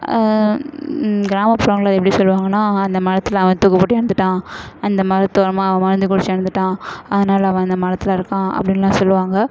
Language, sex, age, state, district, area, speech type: Tamil, female, 18-30, Tamil Nadu, Perambalur, urban, spontaneous